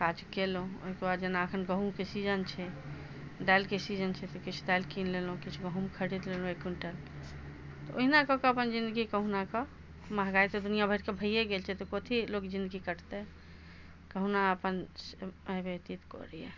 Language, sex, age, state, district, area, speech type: Maithili, female, 60+, Bihar, Madhubani, rural, spontaneous